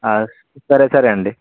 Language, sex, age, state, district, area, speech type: Telugu, male, 18-30, Telangana, Bhadradri Kothagudem, urban, conversation